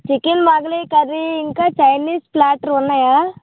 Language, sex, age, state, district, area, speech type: Telugu, female, 18-30, Andhra Pradesh, Vizianagaram, rural, conversation